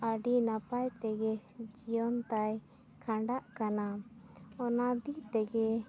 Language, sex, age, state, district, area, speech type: Santali, female, 18-30, Jharkhand, Seraikela Kharsawan, rural, spontaneous